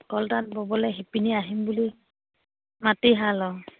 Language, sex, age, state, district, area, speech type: Assamese, female, 60+, Assam, Dibrugarh, rural, conversation